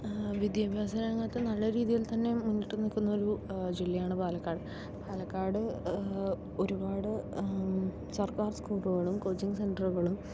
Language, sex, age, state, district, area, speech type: Malayalam, female, 18-30, Kerala, Palakkad, rural, spontaneous